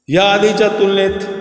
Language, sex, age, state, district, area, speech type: Marathi, male, 60+, Maharashtra, Ahmednagar, urban, spontaneous